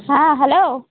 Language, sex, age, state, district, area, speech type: Santali, female, 18-30, West Bengal, Birbhum, rural, conversation